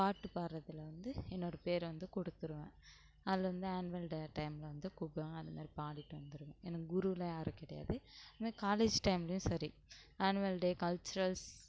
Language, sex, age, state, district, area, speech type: Tamil, female, 18-30, Tamil Nadu, Kallakurichi, rural, spontaneous